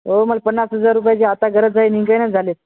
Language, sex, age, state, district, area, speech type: Marathi, male, 18-30, Maharashtra, Hingoli, urban, conversation